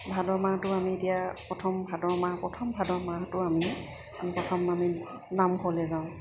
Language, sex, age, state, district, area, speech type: Assamese, female, 30-45, Assam, Golaghat, urban, spontaneous